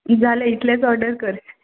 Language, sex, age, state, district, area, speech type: Goan Konkani, female, 18-30, Goa, Quepem, rural, conversation